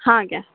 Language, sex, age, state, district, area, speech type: Odia, female, 18-30, Odisha, Sundergarh, urban, conversation